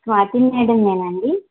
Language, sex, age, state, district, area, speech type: Telugu, female, 30-45, Andhra Pradesh, Guntur, rural, conversation